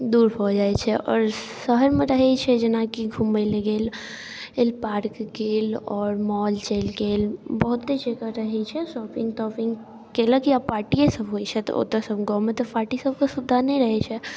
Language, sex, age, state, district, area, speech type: Maithili, female, 18-30, Bihar, Darbhanga, rural, spontaneous